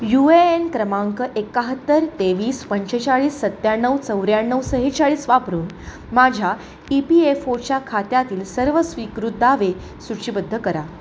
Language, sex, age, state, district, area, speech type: Marathi, female, 18-30, Maharashtra, Sangli, urban, read